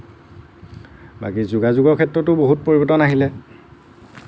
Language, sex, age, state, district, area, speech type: Assamese, male, 30-45, Assam, Lakhimpur, rural, spontaneous